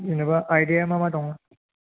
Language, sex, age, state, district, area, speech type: Bodo, male, 30-45, Assam, Chirang, rural, conversation